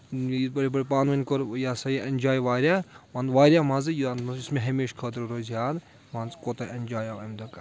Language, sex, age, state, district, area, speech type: Kashmiri, male, 30-45, Jammu and Kashmir, Anantnag, rural, spontaneous